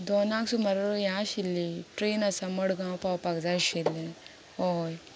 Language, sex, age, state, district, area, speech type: Goan Konkani, female, 18-30, Goa, Ponda, rural, spontaneous